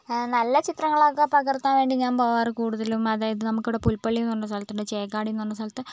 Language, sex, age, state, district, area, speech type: Malayalam, female, 45-60, Kerala, Wayanad, rural, spontaneous